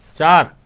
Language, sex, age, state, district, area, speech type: Nepali, male, 45-60, West Bengal, Jalpaiguri, rural, read